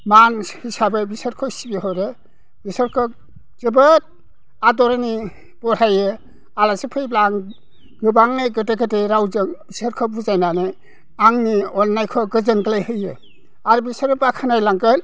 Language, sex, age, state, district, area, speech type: Bodo, male, 60+, Assam, Udalguri, rural, spontaneous